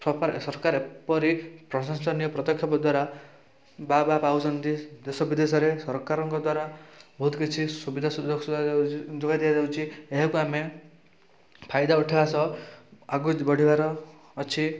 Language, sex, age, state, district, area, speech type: Odia, male, 18-30, Odisha, Rayagada, urban, spontaneous